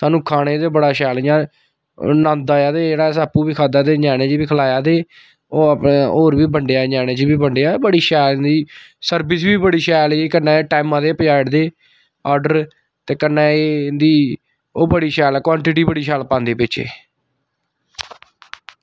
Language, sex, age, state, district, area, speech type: Dogri, male, 30-45, Jammu and Kashmir, Samba, rural, spontaneous